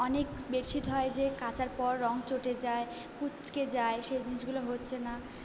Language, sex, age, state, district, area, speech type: Bengali, female, 18-30, West Bengal, Purba Bardhaman, urban, spontaneous